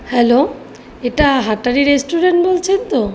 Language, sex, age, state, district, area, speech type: Bengali, female, 30-45, West Bengal, South 24 Parganas, urban, spontaneous